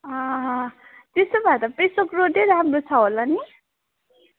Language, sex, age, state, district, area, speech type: Nepali, female, 18-30, West Bengal, Darjeeling, rural, conversation